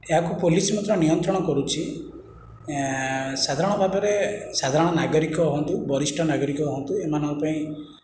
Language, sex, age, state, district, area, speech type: Odia, male, 45-60, Odisha, Khordha, rural, spontaneous